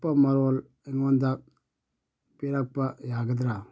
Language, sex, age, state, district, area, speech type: Manipuri, male, 45-60, Manipur, Churachandpur, rural, read